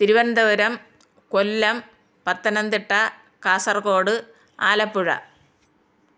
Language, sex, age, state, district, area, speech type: Malayalam, female, 60+, Kerala, Thiruvananthapuram, rural, spontaneous